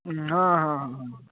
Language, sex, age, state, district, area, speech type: Maithili, male, 30-45, Bihar, Darbhanga, rural, conversation